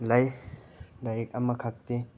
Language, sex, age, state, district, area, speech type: Manipuri, male, 30-45, Manipur, Imphal West, rural, spontaneous